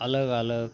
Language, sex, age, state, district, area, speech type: Marathi, male, 45-60, Maharashtra, Osmanabad, rural, spontaneous